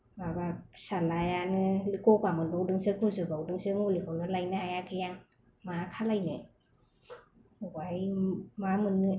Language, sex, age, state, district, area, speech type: Bodo, female, 45-60, Assam, Kokrajhar, rural, spontaneous